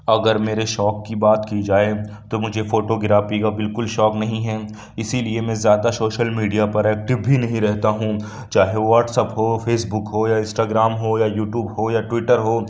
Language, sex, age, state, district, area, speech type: Urdu, male, 18-30, Uttar Pradesh, Lucknow, rural, spontaneous